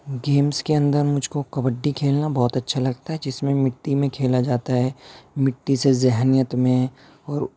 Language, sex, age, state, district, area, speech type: Urdu, male, 45-60, Delhi, Central Delhi, urban, spontaneous